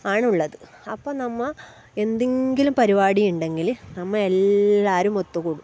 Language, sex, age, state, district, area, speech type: Malayalam, female, 30-45, Kerala, Kasaragod, rural, spontaneous